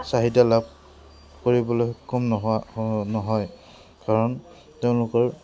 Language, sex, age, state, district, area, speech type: Assamese, male, 30-45, Assam, Udalguri, rural, spontaneous